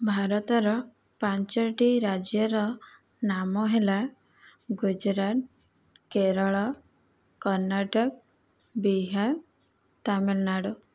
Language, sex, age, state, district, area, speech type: Odia, female, 18-30, Odisha, Kandhamal, rural, spontaneous